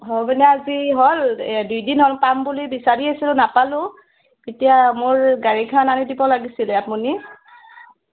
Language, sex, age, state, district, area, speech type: Assamese, female, 30-45, Assam, Barpeta, rural, conversation